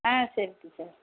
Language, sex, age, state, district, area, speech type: Tamil, female, 18-30, Tamil Nadu, Thanjavur, urban, conversation